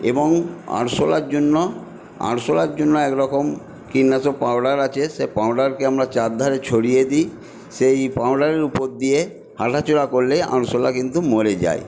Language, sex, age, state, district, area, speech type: Bengali, male, 60+, West Bengal, Paschim Medinipur, rural, spontaneous